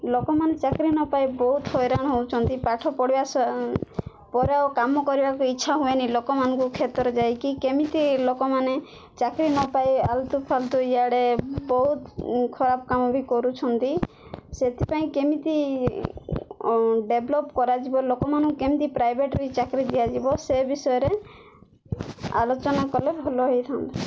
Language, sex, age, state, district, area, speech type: Odia, female, 18-30, Odisha, Koraput, urban, spontaneous